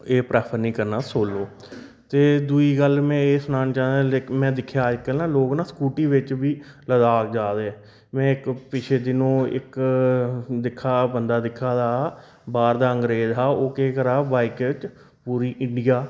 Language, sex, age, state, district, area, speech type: Dogri, male, 30-45, Jammu and Kashmir, Reasi, urban, spontaneous